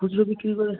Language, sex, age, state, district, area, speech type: Bengali, male, 45-60, West Bengal, North 24 Parganas, rural, conversation